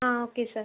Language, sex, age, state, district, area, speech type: Tamil, female, 18-30, Tamil Nadu, Ariyalur, rural, conversation